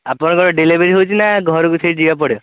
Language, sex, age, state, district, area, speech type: Odia, male, 18-30, Odisha, Cuttack, urban, conversation